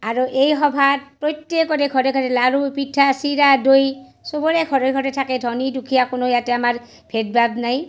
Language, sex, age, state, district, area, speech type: Assamese, female, 45-60, Assam, Barpeta, rural, spontaneous